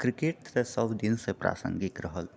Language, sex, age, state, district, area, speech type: Maithili, male, 30-45, Bihar, Purnia, rural, spontaneous